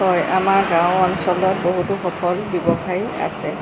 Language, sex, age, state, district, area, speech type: Assamese, female, 45-60, Assam, Jorhat, urban, spontaneous